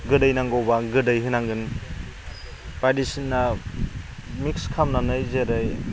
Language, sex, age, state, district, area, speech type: Bodo, male, 18-30, Assam, Udalguri, rural, spontaneous